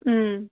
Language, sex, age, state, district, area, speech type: Manipuri, female, 18-30, Manipur, Kangpokpi, urban, conversation